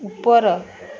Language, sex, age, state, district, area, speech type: Odia, female, 45-60, Odisha, Puri, urban, read